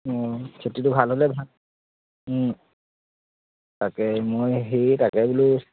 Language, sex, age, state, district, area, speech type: Assamese, male, 30-45, Assam, Charaideo, rural, conversation